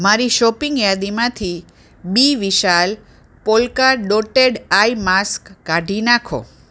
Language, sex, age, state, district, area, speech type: Gujarati, female, 45-60, Gujarat, Ahmedabad, urban, read